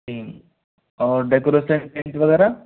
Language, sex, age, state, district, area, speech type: Hindi, male, 30-45, Rajasthan, Jaipur, urban, conversation